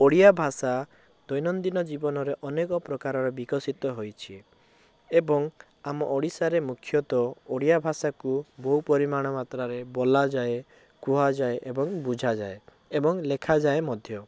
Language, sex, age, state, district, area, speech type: Odia, male, 18-30, Odisha, Cuttack, urban, spontaneous